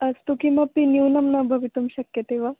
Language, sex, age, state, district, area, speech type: Sanskrit, female, 18-30, Madhya Pradesh, Ujjain, urban, conversation